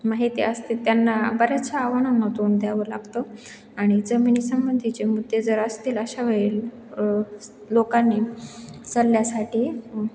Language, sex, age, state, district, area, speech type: Marathi, female, 18-30, Maharashtra, Ahmednagar, rural, spontaneous